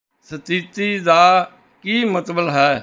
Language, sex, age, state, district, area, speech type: Punjabi, male, 60+, Punjab, Rupnagar, urban, read